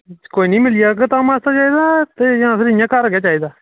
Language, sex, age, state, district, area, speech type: Dogri, male, 18-30, Jammu and Kashmir, Kathua, rural, conversation